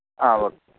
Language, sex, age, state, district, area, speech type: Kannada, male, 30-45, Karnataka, Udupi, rural, conversation